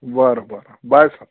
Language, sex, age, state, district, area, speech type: Marathi, male, 30-45, Maharashtra, Amravati, rural, conversation